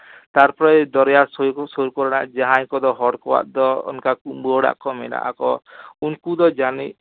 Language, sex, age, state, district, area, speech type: Santali, male, 30-45, West Bengal, Jhargram, rural, conversation